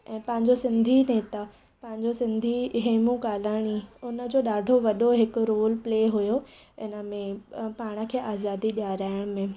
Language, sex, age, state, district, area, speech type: Sindhi, female, 18-30, Maharashtra, Mumbai Suburban, rural, spontaneous